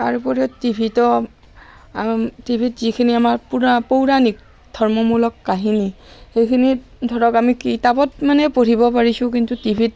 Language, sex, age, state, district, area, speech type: Assamese, female, 45-60, Assam, Barpeta, rural, spontaneous